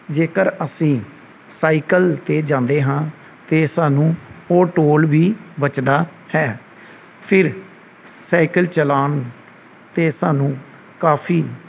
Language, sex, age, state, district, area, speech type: Punjabi, male, 30-45, Punjab, Gurdaspur, rural, spontaneous